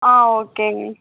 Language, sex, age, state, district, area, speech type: Tamil, female, 18-30, Tamil Nadu, Ariyalur, rural, conversation